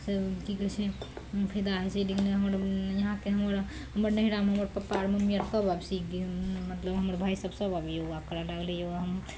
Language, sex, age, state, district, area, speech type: Maithili, female, 30-45, Bihar, Araria, rural, spontaneous